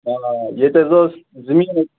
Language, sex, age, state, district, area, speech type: Kashmiri, male, 18-30, Jammu and Kashmir, Kupwara, rural, conversation